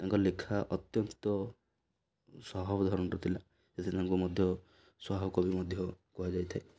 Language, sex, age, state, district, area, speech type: Odia, male, 30-45, Odisha, Ganjam, urban, spontaneous